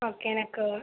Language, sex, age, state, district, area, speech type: Tamil, female, 18-30, Tamil Nadu, Tiruvallur, urban, conversation